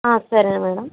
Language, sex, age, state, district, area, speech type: Telugu, female, 18-30, Andhra Pradesh, East Godavari, rural, conversation